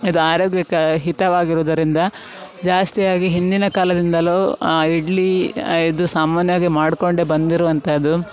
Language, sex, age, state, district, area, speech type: Kannada, female, 30-45, Karnataka, Dakshina Kannada, rural, spontaneous